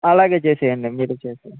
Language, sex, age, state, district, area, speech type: Telugu, male, 18-30, Andhra Pradesh, Sri Balaji, urban, conversation